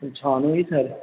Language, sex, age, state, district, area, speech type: Dogri, male, 30-45, Jammu and Kashmir, Udhampur, rural, conversation